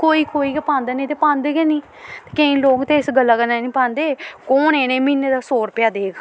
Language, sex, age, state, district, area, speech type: Dogri, female, 18-30, Jammu and Kashmir, Samba, urban, spontaneous